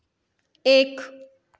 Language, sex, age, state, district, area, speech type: Hindi, female, 30-45, Madhya Pradesh, Katni, urban, read